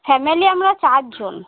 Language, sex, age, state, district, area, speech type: Bengali, female, 18-30, West Bengal, Murshidabad, urban, conversation